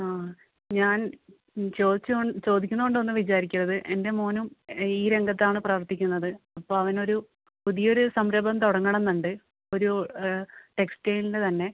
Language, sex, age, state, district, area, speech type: Malayalam, female, 18-30, Kerala, Kannur, rural, conversation